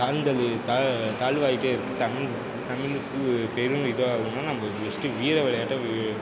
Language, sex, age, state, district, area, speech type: Tamil, male, 18-30, Tamil Nadu, Perambalur, urban, spontaneous